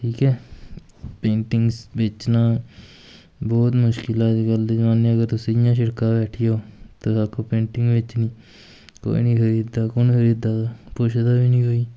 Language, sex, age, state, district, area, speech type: Dogri, male, 18-30, Jammu and Kashmir, Kathua, rural, spontaneous